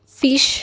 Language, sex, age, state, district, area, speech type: Urdu, female, 18-30, Telangana, Hyderabad, urban, spontaneous